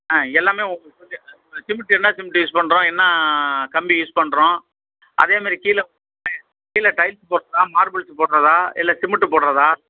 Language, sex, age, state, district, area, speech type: Tamil, male, 45-60, Tamil Nadu, Tiruppur, rural, conversation